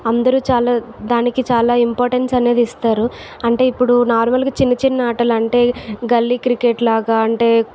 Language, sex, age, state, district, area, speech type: Telugu, female, 60+, Andhra Pradesh, Vizianagaram, rural, spontaneous